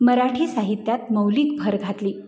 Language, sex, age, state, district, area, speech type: Marathi, female, 45-60, Maharashtra, Satara, urban, spontaneous